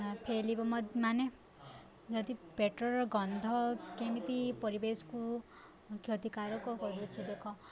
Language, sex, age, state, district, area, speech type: Odia, female, 18-30, Odisha, Subarnapur, urban, spontaneous